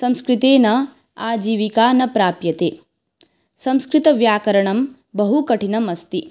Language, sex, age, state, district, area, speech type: Sanskrit, female, 18-30, Manipur, Kangpokpi, rural, spontaneous